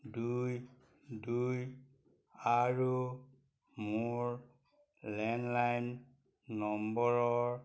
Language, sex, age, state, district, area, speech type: Assamese, male, 60+, Assam, Majuli, rural, read